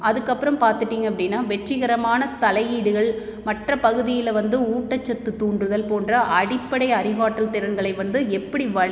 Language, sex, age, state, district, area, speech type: Tamil, female, 30-45, Tamil Nadu, Tiruppur, urban, spontaneous